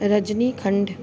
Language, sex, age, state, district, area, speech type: Sindhi, female, 30-45, Uttar Pradesh, Lucknow, rural, spontaneous